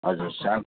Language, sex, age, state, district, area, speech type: Nepali, male, 45-60, West Bengal, Jalpaiguri, rural, conversation